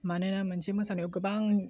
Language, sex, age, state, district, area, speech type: Bodo, male, 18-30, Assam, Baksa, rural, spontaneous